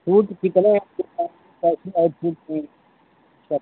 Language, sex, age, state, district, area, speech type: Hindi, male, 60+, Uttar Pradesh, Mau, urban, conversation